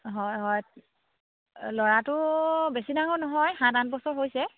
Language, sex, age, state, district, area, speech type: Assamese, female, 18-30, Assam, Sivasagar, rural, conversation